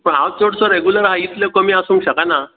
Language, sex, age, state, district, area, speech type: Goan Konkani, male, 60+, Goa, Bardez, rural, conversation